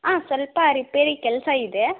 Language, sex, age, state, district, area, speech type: Kannada, female, 18-30, Karnataka, Davanagere, rural, conversation